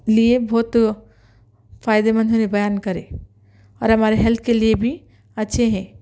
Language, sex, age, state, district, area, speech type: Urdu, male, 30-45, Telangana, Hyderabad, urban, spontaneous